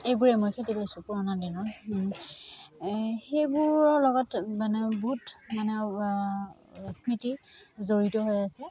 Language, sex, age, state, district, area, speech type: Assamese, female, 18-30, Assam, Udalguri, rural, spontaneous